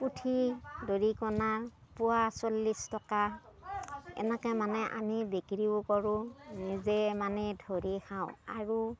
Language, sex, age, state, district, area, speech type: Assamese, female, 45-60, Assam, Darrang, rural, spontaneous